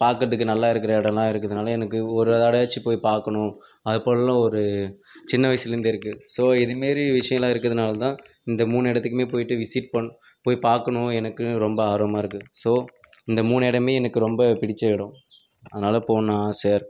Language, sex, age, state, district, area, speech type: Tamil, male, 30-45, Tamil Nadu, Viluppuram, urban, spontaneous